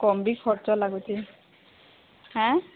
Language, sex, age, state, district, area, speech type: Odia, female, 30-45, Odisha, Sambalpur, rural, conversation